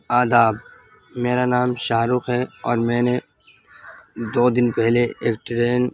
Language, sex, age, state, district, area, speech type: Urdu, male, 18-30, Delhi, North East Delhi, urban, spontaneous